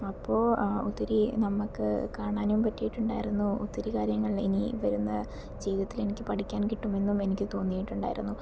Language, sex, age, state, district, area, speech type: Malayalam, female, 18-30, Kerala, Palakkad, urban, spontaneous